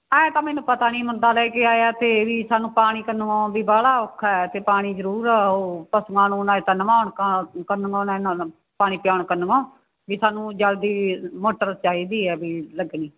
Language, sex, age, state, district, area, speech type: Punjabi, female, 60+, Punjab, Bathinda, rural, conversation